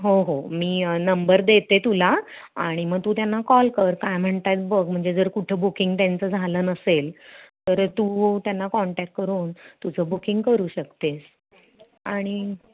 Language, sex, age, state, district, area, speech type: Marathi, female, 45-60, Maharashtra, Kolhapur, urban, conversation